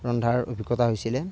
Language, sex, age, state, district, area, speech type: Assamese, male, 30-45, Assam, Darrang, rural, spontaneous